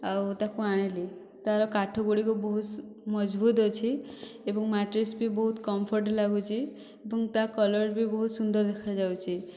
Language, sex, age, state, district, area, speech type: Odia, female, 18-30, Odisha, Boudh, rural, spontaneous